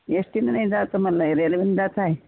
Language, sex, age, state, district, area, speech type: Marathi, female, 30-45, Maharashtra, Washim, rural, conversation